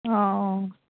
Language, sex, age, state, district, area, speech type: Assamese, female, 30-45, Assam, Charaideo, rural, conversation